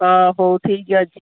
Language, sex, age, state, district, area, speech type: Odia, female, 45-60, Odisha, Ganjam, urban, conversation